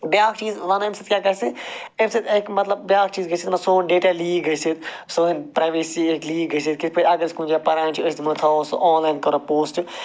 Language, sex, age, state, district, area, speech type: Kashmiri, male, 45-60, Jammu and Kashmir, Srinagar, rural, spontaneous